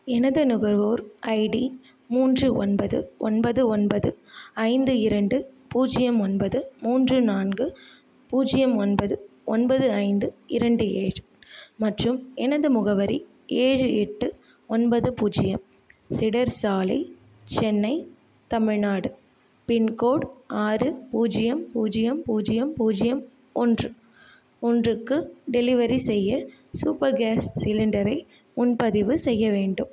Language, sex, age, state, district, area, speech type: Tamil, female, 18-30, Tamil Nadu, Tiruvallur, urban, read